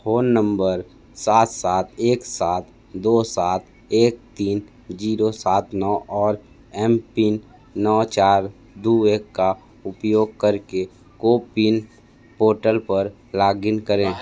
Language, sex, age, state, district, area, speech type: Hindi, male, 30-45, Uttar Pradesh, Sonbhadra, rural, read